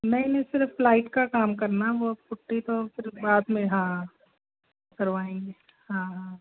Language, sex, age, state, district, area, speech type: Hindi, female, 60+, Madhya Pradesh, Jabalpur, urban, conversation